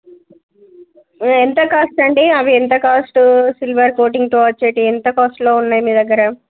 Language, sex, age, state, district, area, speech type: Telugu, female, 30-45, Telangana, Jangaon, rural, conversation